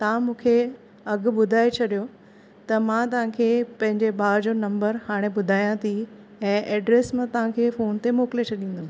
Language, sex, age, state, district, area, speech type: Sindhi, female, 30-45, Maharashtra, Thane, urban, spontaneous